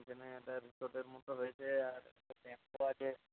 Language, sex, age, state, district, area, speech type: Bengali, male, 30-45, West Bengal, South 24 Parganas, rural, conversation